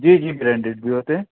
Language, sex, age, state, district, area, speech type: Urdu, male, 45-60, Uttar Pradesh, Rampur, urban, conversation